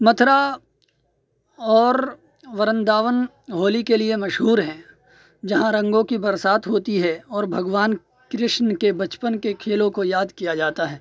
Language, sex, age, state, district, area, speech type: Urdu, male, 18-30, Uttar Pradesh, Saharanpur, urban, spontaneous